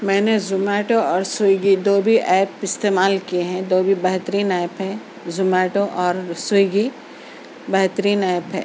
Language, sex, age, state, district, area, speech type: Urdu, female, 30-45, Telangana, Hyderabad, urban, spontaneous